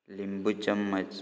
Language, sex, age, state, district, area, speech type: Goan Konkani, male, 18-30, Goa, Quepem, rural, spontaneous